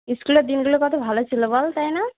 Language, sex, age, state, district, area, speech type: Bengali, female, 18-30, West Bengal, Uttar Dinajpur, urban, conversation